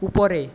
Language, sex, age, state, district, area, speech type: Bengali, male, 18-30, West Bengal, Paschim Medinipur, rural, read